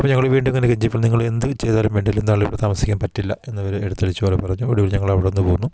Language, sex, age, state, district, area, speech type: Malayalam, male, 45-60, Kerala, Idukki, rural, spontaneous